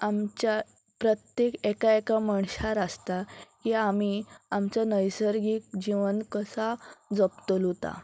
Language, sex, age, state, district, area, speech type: Goan Konkani, female, 18-30, Goa, Pernem, rural, spontaneous